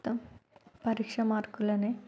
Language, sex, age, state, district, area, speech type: Telugu, female, 30-45, Telangana, Warangal, urban, spontaneous